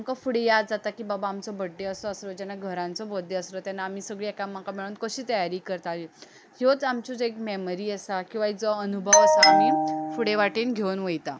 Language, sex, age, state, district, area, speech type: Goan Konkani, female, 18-30, Goa, Ponda, urban, spontaneous